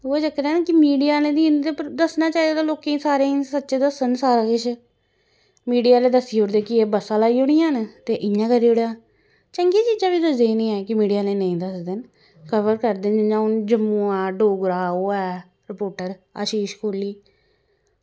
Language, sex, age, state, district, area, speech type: Dogri, female, 30-45, Jammu and Kashmir, Jammu, urban, spontaneous